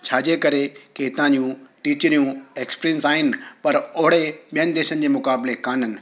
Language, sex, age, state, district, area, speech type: Sindhi, male, 45-60, Gujarat, Surat, urban, spontaneous